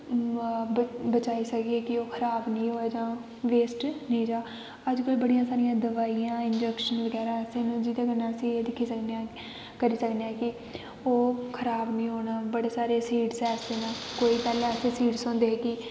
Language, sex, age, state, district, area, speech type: Dogri, female, 18-30, Jammu and Kashmir, Kathua, rural, spontaneous